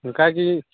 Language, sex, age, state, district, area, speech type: Santali, male, 18-30, West Bengal, Uttar Dinajpur, rural, conversation